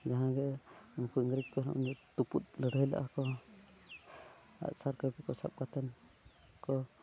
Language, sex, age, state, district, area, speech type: Santali, male, 45-60, Odisha, Mayurbhanj, rural, spontaneous